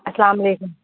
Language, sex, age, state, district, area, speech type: Urdu, female, 30-45, Bihar, Khagaria, rural, conversation